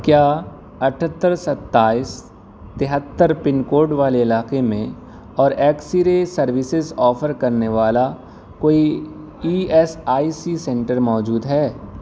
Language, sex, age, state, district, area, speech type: Urdu, male, 18-30, Delhi, East Delhi, urban, read